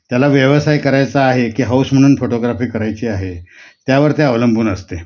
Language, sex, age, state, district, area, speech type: Marathi, male, 60+, Maharashtra, Nashik, urban, spontaneous